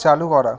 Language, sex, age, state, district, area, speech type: Bengali, male, 18-30, West Bengal, Bankura, urban, read